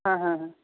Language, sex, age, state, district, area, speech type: Bengali, male, 30-45, West Bengal, Paschim Medinipur, urban, conversation